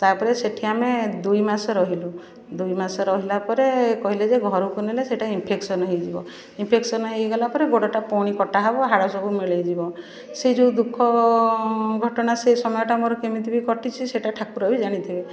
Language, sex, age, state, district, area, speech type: Odia, female, 60+, Odisha, Puri, urban, spontaneous